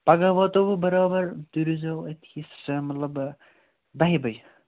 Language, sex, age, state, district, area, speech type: Kashmiri, male, 30-45, Jammu and Kashmir, Srinagar, urban, conversation